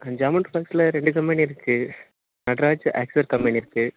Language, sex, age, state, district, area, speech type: Tamil, male, 18-30, Tamil Nadu, Nagapattinam, urban, conversation